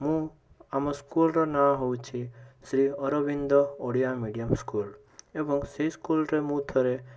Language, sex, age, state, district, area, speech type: Odia, male, 18-30, Odisha, Bhadrak, rural, spontaneous